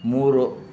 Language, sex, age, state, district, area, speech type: Kannada, male, 60+, Karnataka, Chamarajanagar, rural, read